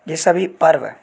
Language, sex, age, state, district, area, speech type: Hindi, male, 18-30, Madhya Pradesh, Jabalpur, urban, spontaneous